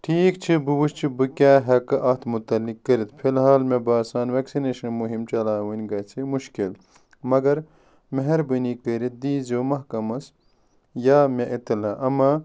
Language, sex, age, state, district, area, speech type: Kashmiri, male, 30-45, Jammu and Kashmir, Ganderbal, rural, read